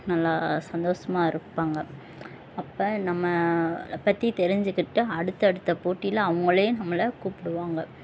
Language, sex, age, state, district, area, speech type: Tamil, female, 18-30, Tamil Nadu, Madurai, urban, spontaneous